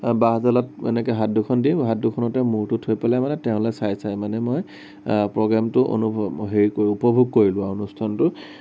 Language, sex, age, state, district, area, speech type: Assamese, male, 18-30, Assam, Nagaon, rural, spontaneous